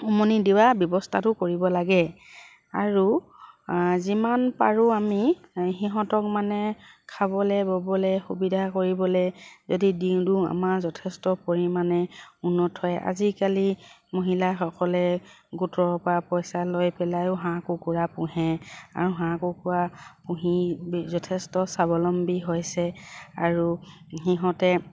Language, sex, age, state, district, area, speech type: Assamese, female, 45-60, Assam, Dibrugarh, rural, spontaneous